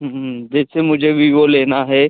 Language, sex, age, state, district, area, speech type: Hindi, male, 18-30, Uttar Pradesh, Jaunpur, rural, conversation